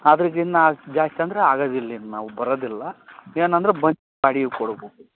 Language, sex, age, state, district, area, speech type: Kannada, male, 45-60, Karnataka, Raichur, rural, conversation